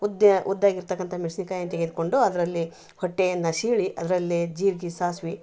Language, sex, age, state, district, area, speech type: Kannada, female, 60+, Karnataka, Koppal, rural, spontaneous